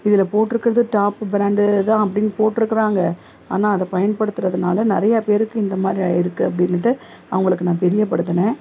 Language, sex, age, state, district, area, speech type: Tamil, female, 45-60, Tamil Nadu, Salem, rural, spontaneous